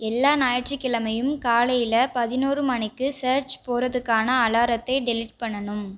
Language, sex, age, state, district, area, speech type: Tamil, female, 18-30, Tamil Nadu, Tiruchirappalli, rural, read